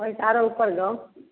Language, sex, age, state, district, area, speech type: Maithili, female, 30-45, Bihar, Samastipur, rural, conversation